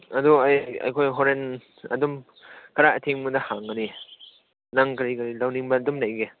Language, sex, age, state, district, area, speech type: Manipuri, male, 18-30, Manipur, Churachandpur, rural, conversation